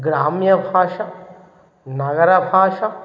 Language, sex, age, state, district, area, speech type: Sanskrit, male, 30-45, Telangana, Ranga Reddy, urban, spontaneous